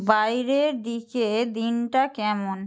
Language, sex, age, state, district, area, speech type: Bengali, female, 60+, West Bengal, Purba Medinipur, rural, read